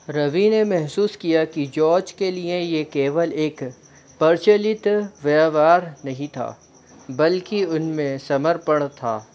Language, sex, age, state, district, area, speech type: Hindi, male, 18-30, Madhya Pradesh, Jabalpur, urban, read